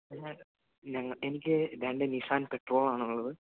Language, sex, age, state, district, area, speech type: Malayalam, male, 18-30, Kerala, Idukki, rural, conversation